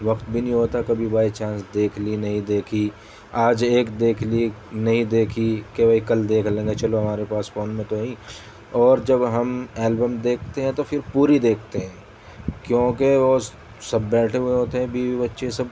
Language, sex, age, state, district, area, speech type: Urdu, male, 30-45, Delhi, Central Delhi, urban, spontaneous